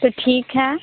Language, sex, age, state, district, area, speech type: Hindi, female, 30-45, Uttar Pradesh, Mirzapur, rural, conversation